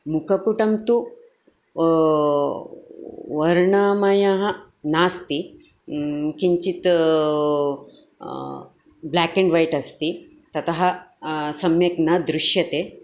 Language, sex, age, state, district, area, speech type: Sanskrit, female, 45-60, Karnataka, Dakshina Kannada, urban, spontaneous